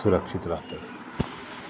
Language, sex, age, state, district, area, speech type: Maithili, male, 45-60, Bihar, Sitamarhi, rural, spontaneous